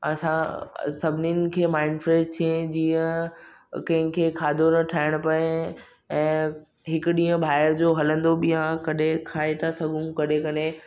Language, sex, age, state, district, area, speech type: Sindhi, male, 18-30, Maharashtra, Mumbai Suburban, urban, spontaneous